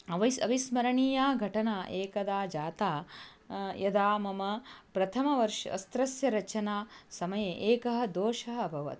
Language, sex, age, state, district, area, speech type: Sanskrit, female, 45-60, Karnataka, Dharwad, urban, spontaneous